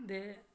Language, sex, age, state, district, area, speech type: Dogri, male, 30-45, Jammu and Kashmir, Reasi, rural, spontaneous